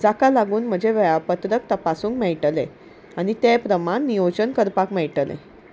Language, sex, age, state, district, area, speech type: Goan Konkani, female, 30-45, Goa, Salcete, rural, spontaneous